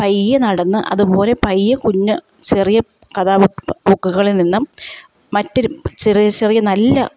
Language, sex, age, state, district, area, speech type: Malayalam, female, 30-45, Kerala, Kottayam, rural, spontaneous